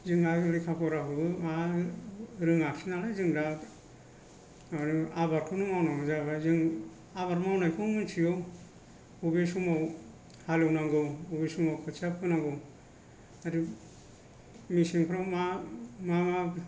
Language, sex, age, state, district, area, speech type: Bodo, male, 60+, Assam, Kokrajhar, rural, spontaneous